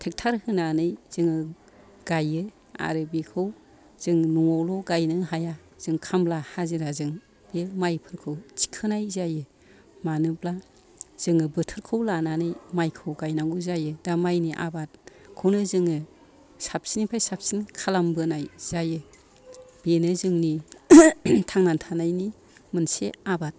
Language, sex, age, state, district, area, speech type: Bodo, female, 45-60, Assam, Kokrajhar, urban, spontaneous